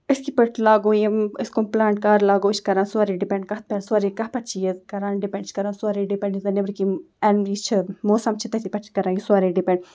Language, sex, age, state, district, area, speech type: Kashmiri, female, 18-30, Jammu and Kashmir, Ganderbal, rural, spontaneous